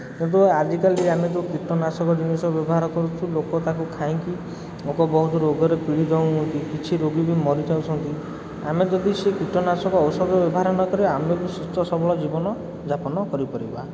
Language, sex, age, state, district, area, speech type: Odia, male, 30-45, Odisha, Puri, urban, spontaneous